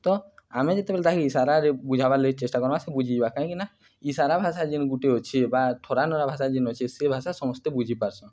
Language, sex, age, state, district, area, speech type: Odia, male, 18-30, Odisha, Nuapada, urban, spontaneous